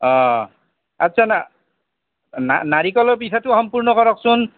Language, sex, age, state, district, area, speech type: Assamese, male, 60+, Assam, Nalbari, rural, conversation